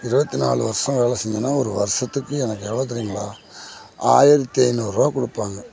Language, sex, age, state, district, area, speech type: Tamil, male, 60+, Tamil Nadu, Kallakurichi, urban, spontaneous